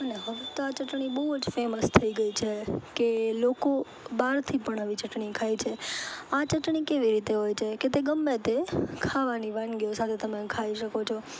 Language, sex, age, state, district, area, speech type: Gujarati, female, 18-30, Gujarat, Rajkot, urban, spontaneous